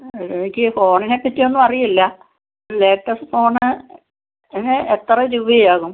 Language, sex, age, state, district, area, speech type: Malayalam, female, 60+, Kerala, Alappuzha, rural, conversation